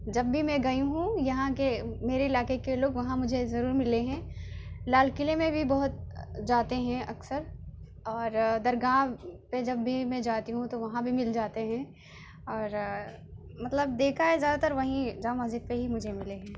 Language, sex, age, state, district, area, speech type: Urdu, female, 18-30, Delhi, South Delhi, urban, spontaneous